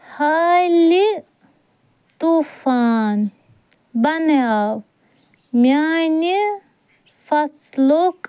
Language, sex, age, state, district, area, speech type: Kashmiri, female, 30-45, Jammu and Kashmir, Ganderbal, rural, read